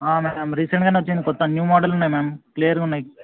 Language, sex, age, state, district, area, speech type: Telugu, male, 18-30, Telangana, Suryapet, urban, conversation